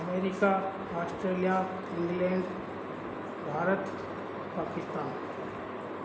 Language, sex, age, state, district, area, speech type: Sindhi, male, 45-60, Rajasthan, Ajmer, urban, spontaneous